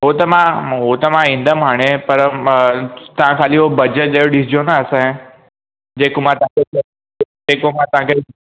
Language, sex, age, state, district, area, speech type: Sindhi, male, 18-30, Gujarat, Surat, urban, conversation